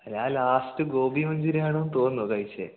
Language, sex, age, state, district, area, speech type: Malayalam, male, 18-30, Kerala, Kasaragod, rural, conversation